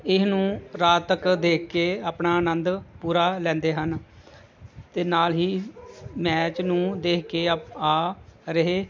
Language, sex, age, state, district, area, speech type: Punjabi, male, 30-45, Punjab, Pathankot, rural, spontaneous